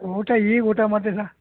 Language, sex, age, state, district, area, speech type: Kannada, male, 60+, Karnataka, Mysore, urban, conversation